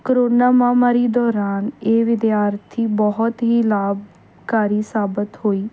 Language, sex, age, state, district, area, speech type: Punjabi, female, 18-30, Punjab, Bathinda, urban, spontaneous